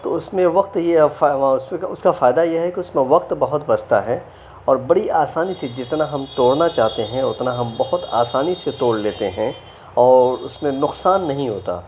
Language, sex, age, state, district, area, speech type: Urdu, male, 30-45, Uttar Pradesh, Mau, urban, spontaneous